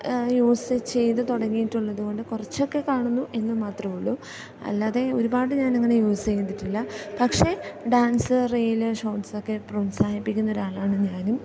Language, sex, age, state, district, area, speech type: Malayalam, female, 18-30, Kerala, Idukki, rural, spontaneous